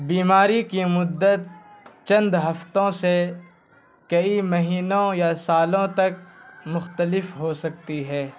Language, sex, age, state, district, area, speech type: Urdu, male, 18-30, Bihar, Purnia, rural, read